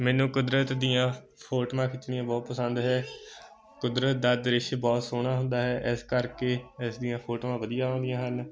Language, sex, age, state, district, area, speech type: Punjabi, male, 18-30, Punjab, Moga, rural, spontaneous